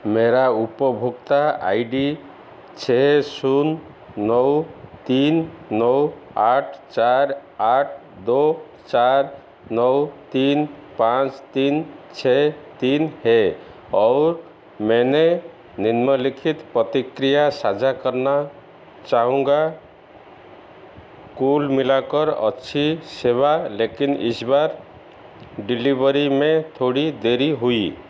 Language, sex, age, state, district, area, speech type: Hindi, male, 45-60, Madhya Pradesh, Chhindwara, rural, read